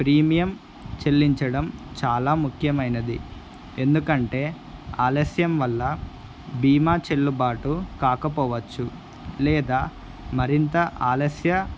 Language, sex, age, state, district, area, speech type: Telugu, male, 18-30, Andhra Pradesh, Kadapa, urban, spontaneous